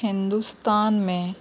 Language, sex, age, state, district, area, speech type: Urdu, female, 30-45, Telangana, Hyderabad, urban, spontaneous